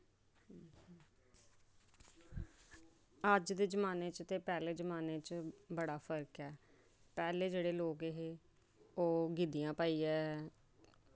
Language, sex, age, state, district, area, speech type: Dogri, female, 30-45, Jammu and Kashmir, Samba, rural, spontaneous